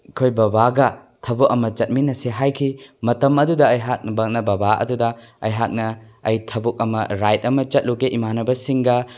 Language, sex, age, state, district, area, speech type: Manipuri, male, 18-30, Manipur, Bishnupur, rural, spontaneous